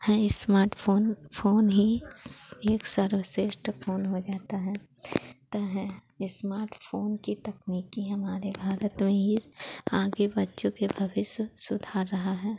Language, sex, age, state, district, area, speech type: Hindi, female, 30-45, Uttar Pradesh, Pratapgarh, rural, spontaneous